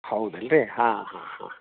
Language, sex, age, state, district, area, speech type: Kannada, male, 60+, Karnataka, Koppal, rural, conversation